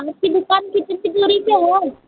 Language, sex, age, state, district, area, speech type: Hindi, female, 18-30, Uttar Pradesh, Azamgarh, rural, conversation